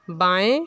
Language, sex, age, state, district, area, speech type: Hindi, female, 30-45, Uttar Pradesh, Ghazipur, rural, read